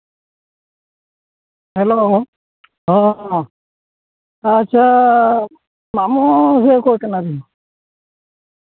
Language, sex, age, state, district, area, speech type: Santali, male, 45-60, Jharkhand, East Singhbhum, rural, conversation